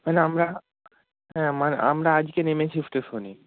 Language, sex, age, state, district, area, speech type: Bengali, male, 18-30, West Bengal, Bankura, rural, conversation